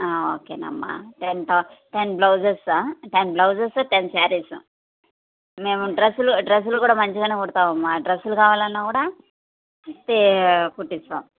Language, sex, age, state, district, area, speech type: Telugu, female, 30-45, Andhra Pradesh, Kadapa, rural, conversation